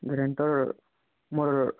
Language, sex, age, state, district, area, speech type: Odia, male, 18-30, Odisha, Bargarh, rural, conversation